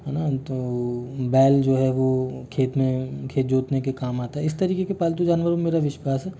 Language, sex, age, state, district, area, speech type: Hindi, male, 30-45, Delhi, New Delhi, urban, spontaneous